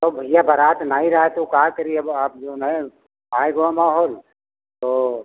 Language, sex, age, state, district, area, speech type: Hindi, male, 60+, Uttar Pradesh, Lucknow, urban, conversation